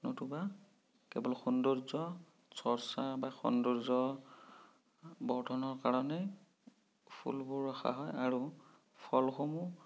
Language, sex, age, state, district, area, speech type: Assamese, male, 30-45, Assam, Sonitpur, rural, spontaneous